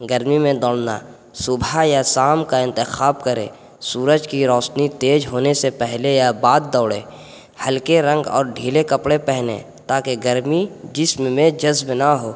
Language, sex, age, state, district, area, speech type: Urdu, male, 18-30, Bihar, Gaya, urban, spontaneous